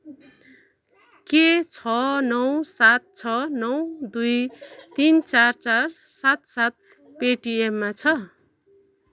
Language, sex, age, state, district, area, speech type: Nepali, female, 45-60, West Bengal, Darjeeling, rural, read